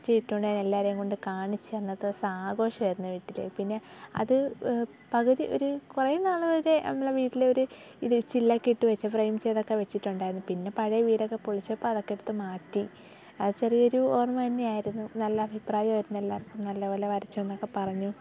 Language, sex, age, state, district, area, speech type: Malayalam, female, 18-30, Kerala, Thiruvananthapuram, rural, spontaneous